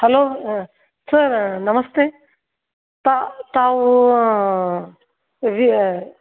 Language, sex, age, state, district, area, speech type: Kannada, female, 60+, Karnataka, Koppal, rural, conversation